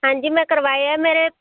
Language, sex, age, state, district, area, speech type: Punjabi, female, 18-30, Punjab, Shaheed Bhagat Singh Nagar, rural, conversation